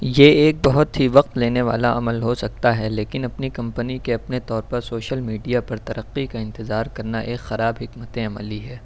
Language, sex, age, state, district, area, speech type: Urdu, male, 18-30, Uttar Pradesh, Shahjahanpur, urban, read